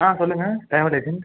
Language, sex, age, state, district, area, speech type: Tamil, male, 18-30, Tamil Nadu, Pudukkottai, rural, conversation